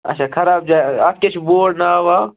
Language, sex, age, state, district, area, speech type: Kashmiri, male, 30-45, Jammu and Kashmir, Baramulla, rural, conversation